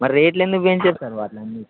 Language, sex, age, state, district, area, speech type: Telugu, male, 18-30, Telangana, Khammam, rural, conversation